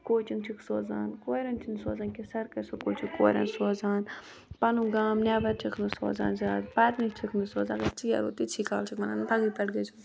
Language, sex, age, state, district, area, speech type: Kashmiri, female, 45-60, Jammu and Kashmir, Ganderbal, rural, spontaneous